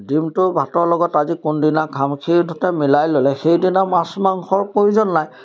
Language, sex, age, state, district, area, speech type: Assamese, male, 60+, Assam, Majuli, urban, spontaneous